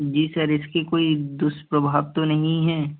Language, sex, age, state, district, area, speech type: Hindi, male, 18-30, Madhya Pradesh, Gwalior, urban, conversation